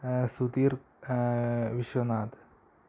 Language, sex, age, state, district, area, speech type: Malayalam, male, 18-30, Kerala, Thiruvananthapuram, urban, spontaneous